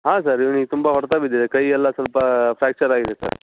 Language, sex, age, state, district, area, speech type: Kannada, male, 18-30, Karnataka, Shimoga, rural, conversation